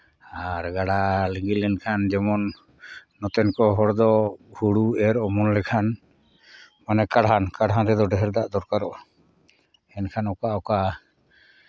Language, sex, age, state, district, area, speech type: Santali, male, 45-60, Jharkhand, Seraikela Kharsawan, rural, spontaneous